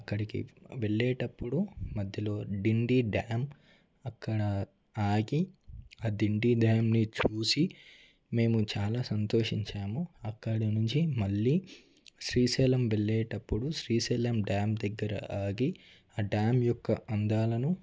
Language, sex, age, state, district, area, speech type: Telugu, male, 18-30, Telangana, Ranga Reddy, urban, spontaneous